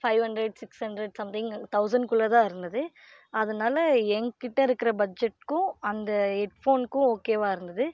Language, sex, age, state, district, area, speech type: Tamil, female, 18-30, Tamil Nadu, Dharmapuri, rural, spontaneous